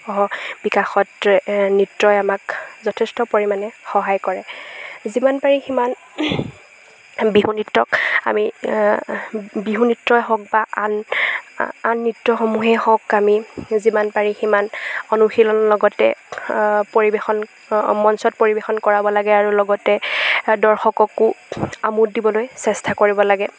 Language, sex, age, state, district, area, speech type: Assamese, female, 18-30, Assam, Lakhimpur, rural, spontaneous